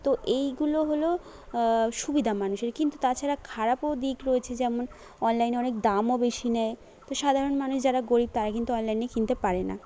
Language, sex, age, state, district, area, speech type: Bengali, female, 30-45, West Bengal, Jhargram, rural, spontaneous